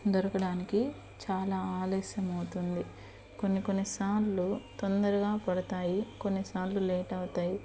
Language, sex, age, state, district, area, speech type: Telugu, female, 30-45, Andhra Pradesh, Eluru, urban, spontaneous